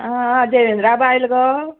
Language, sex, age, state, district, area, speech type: Goan Konkani, female, 45-60, Goa, Quepem, rural, conversation